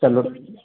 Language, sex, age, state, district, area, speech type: Hindi, male, 30-45, Madhya Pradesh, Gwalior, rural, conversation